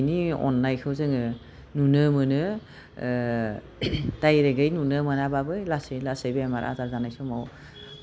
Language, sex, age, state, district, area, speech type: Bodo, female, 45-60, Assam, Udalguri, urban, spontaneous